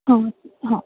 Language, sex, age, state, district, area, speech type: Gujarati, female, 18-30, Gujarat, Valsad, urban, conversation